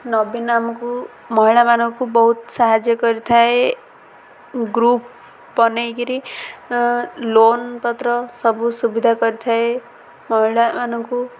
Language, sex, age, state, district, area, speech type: Odia, female, 18-30, Odisha, Ganjam, urban, spontaneous